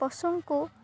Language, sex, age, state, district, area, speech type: Odia, female, 18-30, Odisha, Balangir, urban, spontaneous